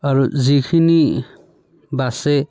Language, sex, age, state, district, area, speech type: Assamese, male, 30-45, Assam, Barpeta, rural, spontaneous